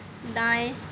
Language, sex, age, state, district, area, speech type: Hindi, female, 30-45, Madhya Pradesh, Seoni, urban, read